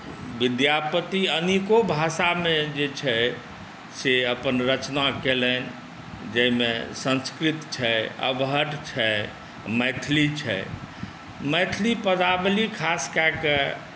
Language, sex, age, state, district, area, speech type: Maithili, male, 60+, Bihar, Saharsa, rural, spontaneous